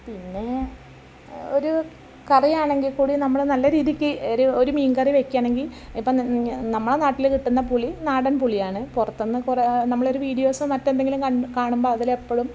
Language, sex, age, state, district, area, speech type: Malayalam, female, 45-60, Kerala, Malappuram, rural, spontaneous